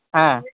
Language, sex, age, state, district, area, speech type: Bengali, male, 30-45, West Bengal, Paschim Bardhaman, urban, conversation